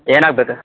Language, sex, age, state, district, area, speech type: Kannada, male, 18-30, Karnataka, Tumkur, urban, conversation